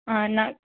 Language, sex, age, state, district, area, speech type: Hindi, female, 18-30, Rajasthan, Jaipur, urban, conversation